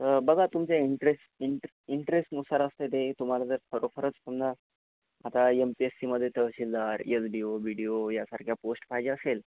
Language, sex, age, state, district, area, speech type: Marathi, male, 18-30, Maharashtra, Washim, rural, conversation